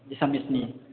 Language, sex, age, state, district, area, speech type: Bodo, male, 18-30, Assam, Chirang, rural, conversation